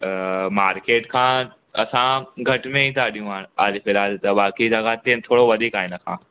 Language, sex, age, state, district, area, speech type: Sindhi, male, 18-30, Gujarat, Surat, urban, conversation